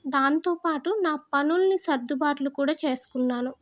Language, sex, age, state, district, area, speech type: Telugu, female, 30-45, Telangana, Hyderabad, rural, spontaneous